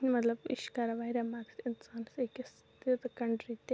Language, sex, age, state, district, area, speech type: Kashmiri, female, 30-45, Jammu and Kashmir, Baramulla, rural, spontaneous